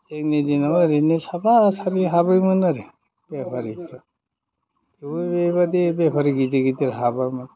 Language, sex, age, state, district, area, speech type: Bodo, male, 60+, Assam, Udalguri, rural, spontaneous